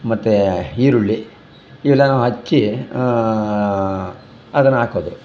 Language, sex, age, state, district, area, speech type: Kannada, male, 60+, Karnataka, Chamarajanagar, rural, spontaneous